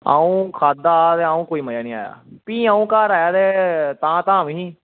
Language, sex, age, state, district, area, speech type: Dogri, male, 18-30, Jammu and Kashmir, Kathua, rural, conversation